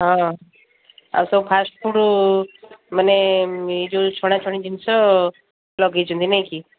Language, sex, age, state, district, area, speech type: Odia, female, 60+, Odisha, Gajapati, rural, conversation